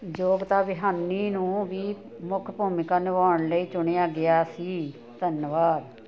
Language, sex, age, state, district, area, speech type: Punjabi, female, 60+, Punjab, Ludhiana, rural, read